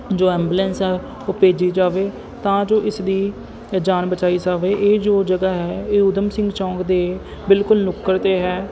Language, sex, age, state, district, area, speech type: Punjabi, male, 18-30, Punjab, Firozpur, rural, spontaneous